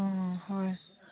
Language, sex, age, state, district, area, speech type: Manipuri, female, 18-30, Manipur, Senapati, urban, conversation